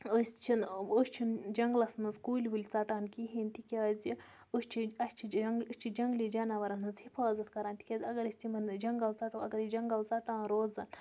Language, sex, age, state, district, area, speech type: Kashmiri, female, 30-45, Jammu and Kashmir, Budgam, rural, spontaneous